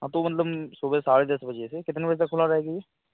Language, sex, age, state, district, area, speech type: Hindi, male, 30-45, Madhya Pradesh, Hoshangabad, rural, conversation